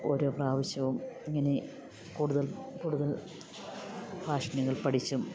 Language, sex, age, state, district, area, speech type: Malayalam, female, 45-60, Kerala, Idukki, rural, spontaneous